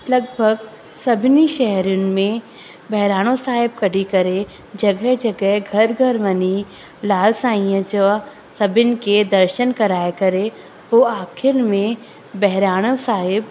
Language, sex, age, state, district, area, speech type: Sindhi, female, 18-30, Madhya Pradesh, Katni, rural, spontaneous